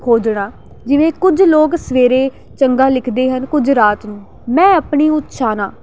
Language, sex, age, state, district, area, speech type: Punjabi, female, 18-30, Punjab, Jalandhar, urban, spontaneous